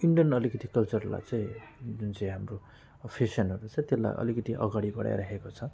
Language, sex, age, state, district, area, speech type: Nepali, male, 45-60, West Bengal, Alipurduar, rural, spontaneous